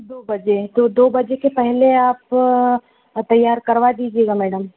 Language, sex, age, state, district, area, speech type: Hindi, female, 30-45, Madhya Pradesh, Bhopal, urban, conversation